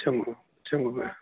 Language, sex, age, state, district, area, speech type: Sindhi, male, 60+, Delhi, South Delhi, urban, conversation